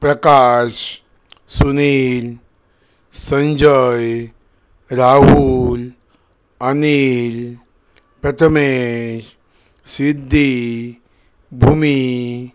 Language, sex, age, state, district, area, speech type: Marathi, male, 60+, Maharashtra, Thane, rural, spontaneous